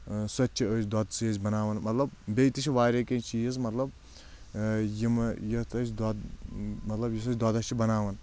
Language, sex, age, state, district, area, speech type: Kashmiri, male, 18-30, Jammu and Kashmir, Anantnag, rural, spontaneous